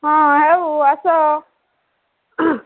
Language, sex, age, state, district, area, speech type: Odia, female, 30-45, Odisha, Sambalpur, rural, conversation